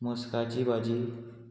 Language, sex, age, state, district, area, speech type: Goan Konkani, male, 18-30, Goa, Murmgao, rural, spontaneous